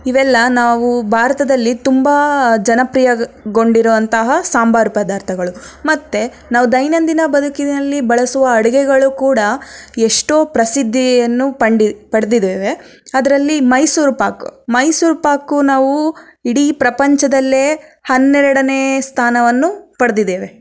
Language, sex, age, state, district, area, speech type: Kannada, female, 18-30, Karnataka, Davanagere, urban, spontaneous